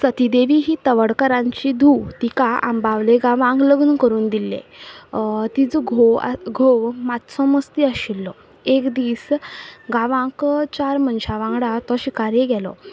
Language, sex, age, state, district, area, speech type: Goan Konkani, female, 18-30, Goa, Quepem, rural, spontaneous